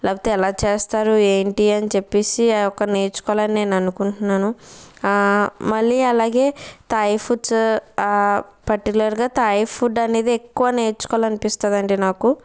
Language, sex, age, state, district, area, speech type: Telugu, female, 45-60, Andhra Pradesh, Kakinada, rural, spontaneous